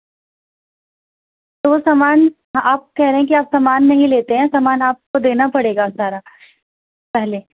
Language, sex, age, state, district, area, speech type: Urdu, female, 18-30, Delhi, Central Delhi, urban, conversation